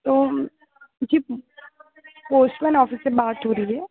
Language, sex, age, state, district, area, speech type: Hindi, female, 18-30, Madhya Pradesh, Hoshangabad, urban, conversation